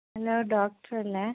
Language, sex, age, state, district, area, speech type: Malayalam, female, 18-30, Kerala, Kozhikode, urban, conversation